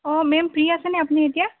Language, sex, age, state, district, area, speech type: Assamese, female, 18-30, Assam, Tinsukia, urban, conversation